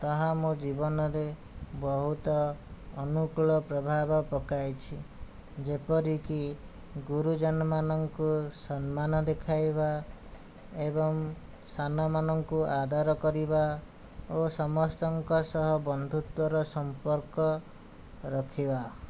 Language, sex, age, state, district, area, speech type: Odia, male, 60+, Odisha, Khordha, rural, spontaneous